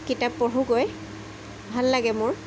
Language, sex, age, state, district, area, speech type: Assamese, female, 30-45, Assam, Jorhat, urban, spontaneous